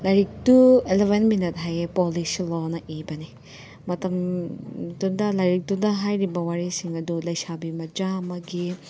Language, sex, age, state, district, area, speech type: Manipuri, female, 45-60, Manipur, Chandel, rural, spontaneous